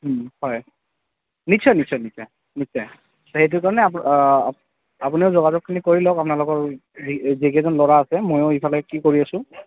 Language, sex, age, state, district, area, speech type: Assamese, male, 18-30, Assam, Goalpara, rural, conversation